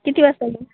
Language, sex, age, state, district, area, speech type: Marathi, female, 30-45, Maharashtra, Hingoli, urban, conversation